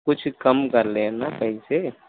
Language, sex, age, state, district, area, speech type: Hindi, male, 30-45, Madhya Pradesh, Hoshangabad, rural, conversation